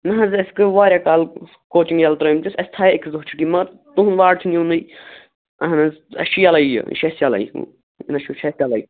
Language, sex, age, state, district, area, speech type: Kashmiri, male, 18-30, Jammu and Kashmir, Shopian, urban, conversation